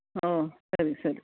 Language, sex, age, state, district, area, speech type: Kannada, female, 60+, Karnataka, Udupi, rural, conversation